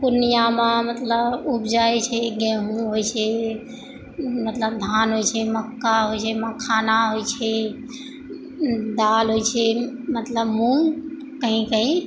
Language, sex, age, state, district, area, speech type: Maithili, female, 18-30, Bihar, Purnia, rural, spontaneous